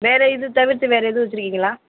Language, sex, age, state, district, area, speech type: Tamil, female, 18-30, Tamil Nadu, Madurai, urban, conversation